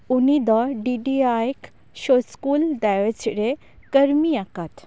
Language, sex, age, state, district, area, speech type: Santali, female, 18-30, West Bengal, Bankura, rural, read